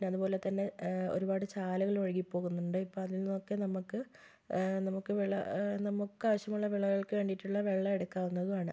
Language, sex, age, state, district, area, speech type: Malayalam, female, 18-30, Kerala, Kozhikode, urban, spontaneous